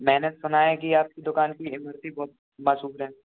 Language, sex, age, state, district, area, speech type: Hindi, male, 18-30, Madhya Pradesh, Gwalior, urban, conversation